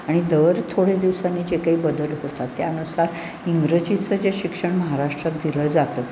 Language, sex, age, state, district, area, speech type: Marathi, female, 60+, Maharashtra, Pune, urban, spontaneous